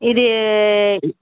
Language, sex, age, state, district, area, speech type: Tamil, female, 30-45, Tamil Nadu, Chengalpattu, urban, conversation